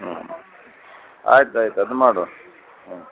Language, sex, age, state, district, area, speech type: Kannada, male, 60+, Karnataka, Dakshina Kannada, rural, conversation